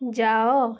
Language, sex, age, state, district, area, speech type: Odia, female, 18-30, Odisha, Cuttack, urban, read